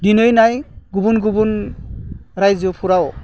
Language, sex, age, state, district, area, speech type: Bodo, male, 45-60, Assam, Udalguri, rural, spontaneous